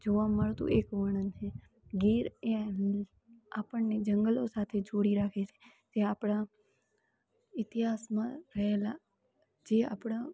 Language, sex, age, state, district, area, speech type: Gujarati, female, 18-30, Gujarat, Rajkot, rural, spontaneous